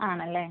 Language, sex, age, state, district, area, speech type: Malayalam, female, 18-30, Kerala, Wayanad, rural, conversation